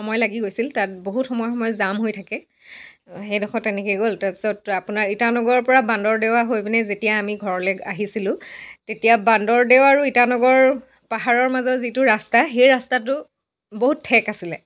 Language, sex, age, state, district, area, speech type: Assamese, female, 60+, Assam, Dhemaji, rural, spontaneous